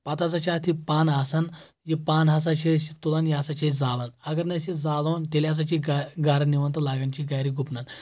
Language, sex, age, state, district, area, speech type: Kashmiri, male, 18-30, Jammu and Kashmir, Anantnag, rural, spontaneous